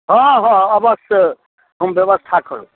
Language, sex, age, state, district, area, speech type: Maithili, male, 60+, Bihar, Darbhanga, rural, conversation